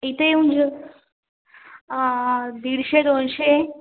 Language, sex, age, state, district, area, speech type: Marathi, female, 18-30, Maharashtra, Washim, rural, conversation